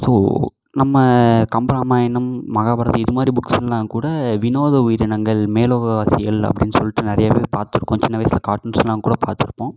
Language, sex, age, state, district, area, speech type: Tamil, male, 18-30, Tamil Nadu, Namakkal, rural, spontaneous